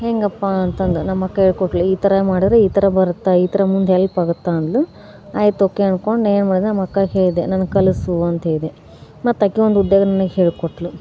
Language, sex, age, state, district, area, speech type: Kannada, female, 18-30, Karnataka, Gadag, rural, spontaneous